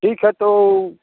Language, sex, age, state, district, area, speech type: Hindi, male, 60+, Bihar, Muzaffarpur, rural, conversation